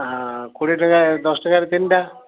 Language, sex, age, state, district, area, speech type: Odia, male, 60+, Odisha, Gajapati, rural, conversation